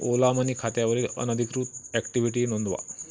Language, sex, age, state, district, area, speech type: Marathi, male, 45-60, Maharashtra, Amravati, rural, read